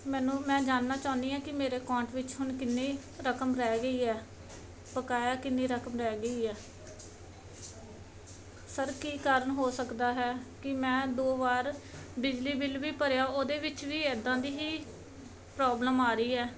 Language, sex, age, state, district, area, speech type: Punjabi, female, 30-45, Punjab, Muktsar, urban, spontaneous